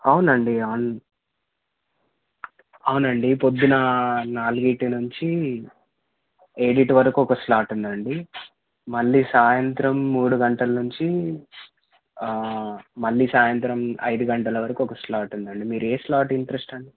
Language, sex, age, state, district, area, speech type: Telugu, male, 18-30, Telangana, Hanamkonda, urban, conversation